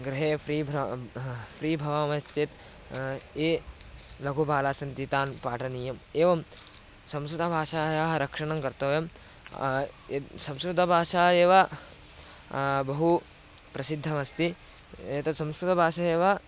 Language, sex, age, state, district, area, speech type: Sanskrit, male, 18-30, Karnataka, Bidar, rural, spontaneous